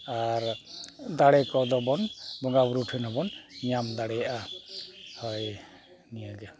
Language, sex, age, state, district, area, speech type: Santali, male, 60+, Jharkhand, East Singhbhum, rural, spontaneous